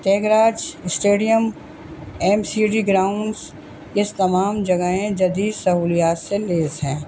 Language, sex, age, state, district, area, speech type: Urdu, female, 60+, Delhi, North East Delhi, urban, spontaneous